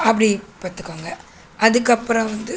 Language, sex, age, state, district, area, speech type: Tamil, female, 30-45, Tamil Nadu, Tiruvallur, urban, spontaneous